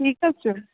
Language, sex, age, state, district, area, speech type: Kashmiri, female, 45-60, Jammu and Kashmir, Srinagar, rural, conversation